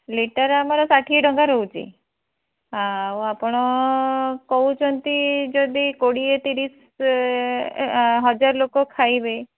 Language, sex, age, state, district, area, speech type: Odia, female, 45-60, Odisha, Bhadrak, rural, conversation